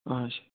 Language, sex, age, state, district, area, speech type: Malayalam, male, 30-45, Kerala, Malappuram, rural, conversation